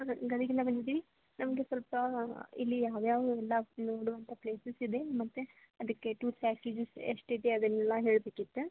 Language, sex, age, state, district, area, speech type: Kannada, female, 18-30, Karnataka, Gadag, urban, conversation